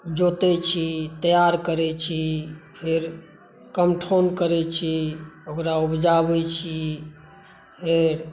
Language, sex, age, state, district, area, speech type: Maithili, male, 45-60, Bihar, Saharsa, rural, spontaneous